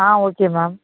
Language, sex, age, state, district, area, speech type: Tamil, female, 18-30, Tamil Nadu, Sivaganga, rural, conversation